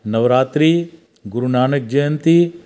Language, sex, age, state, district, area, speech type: Sindhi, male, 60+, Gujarat, Junagadh, rural, spontaneous